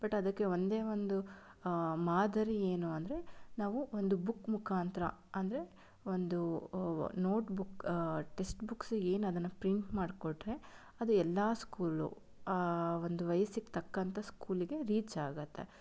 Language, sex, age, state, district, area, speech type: Kannada, female, 30-45, Karnataka, Chitradurga, urban, spontaneous